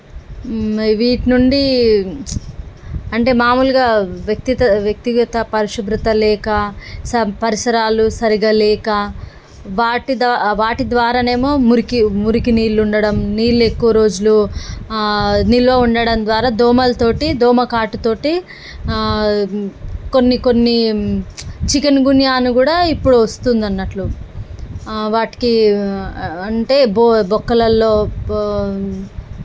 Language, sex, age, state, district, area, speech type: Telugu, female, 30-45, Telangana, Nalgonda, rural, spontaneous